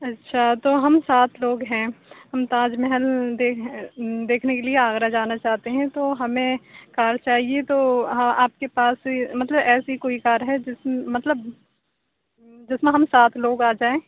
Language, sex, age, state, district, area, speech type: Urdu, female, 18-30, Uttar Pradesh, Aligarh, urban, conversation